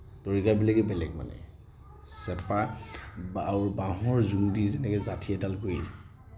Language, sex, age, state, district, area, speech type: Assamese, male, 30-45, Assam, Nagaon, rural, spontaneous